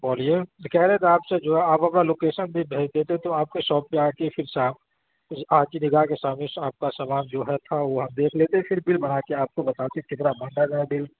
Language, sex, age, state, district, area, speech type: Urdu, male, 30-45, Uttar Pradesh, Gautam Buddha Nagar, urban, conversation